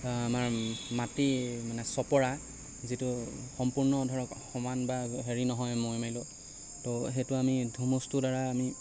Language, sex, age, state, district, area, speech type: Assamese, male, 45-60, Assam, Lakhimpur, rural, spontaneous